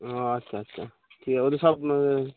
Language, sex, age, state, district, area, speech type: Bengali, male, 18-30, West Bengal, Dakshin Dinajpur, urban, conversation